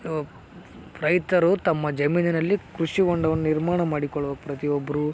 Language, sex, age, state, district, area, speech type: Kannada, male, 18-30, Karnataka, Koppal, rural, spontaneous